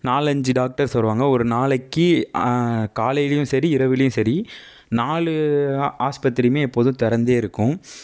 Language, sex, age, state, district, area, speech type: Tamil, male, 60+, Tamil Nadu, Tiruvarur, urban, spontaneous